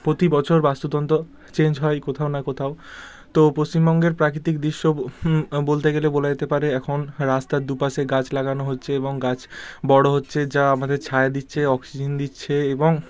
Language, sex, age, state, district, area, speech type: Bengali, male, 45-60, West Bengal, Bankura, urban, spontaneous